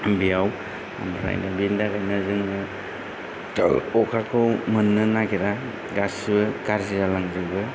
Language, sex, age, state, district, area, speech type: Bodo, male, 30-45, Assam, Kokrajhar, rural, spontaneous